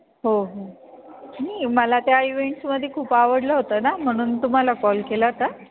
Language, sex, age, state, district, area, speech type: Marathi, female, 30-45, Maharashtra, Ahmednagar, urban, conversation